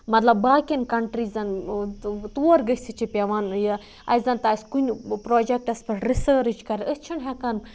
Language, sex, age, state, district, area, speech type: Kashmiri, other, 18-30, Jammu and Kashmir, Budgam, rural, spontaneous